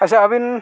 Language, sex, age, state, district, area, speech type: Santali, male, 45-60, Odisha, Mayurbhanj, rural, spontaneous